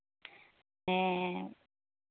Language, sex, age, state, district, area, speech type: Santali, female, 18-30, West Bengal, Uttar Dinajpur, rural, conversation